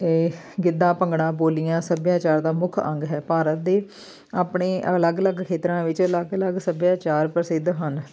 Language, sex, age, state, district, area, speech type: Punjabi, female, 30-45, Punjab, Amritsar, urban, spontaneous